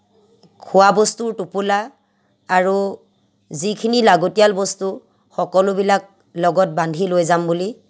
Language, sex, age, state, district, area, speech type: Assamese, female, 30-45, Assam, Lakhimpur, rural, spontaneous